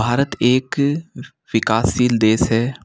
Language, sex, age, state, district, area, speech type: Hindi, male, 60+, Rajasthan, Jaipur, urban, spontaneous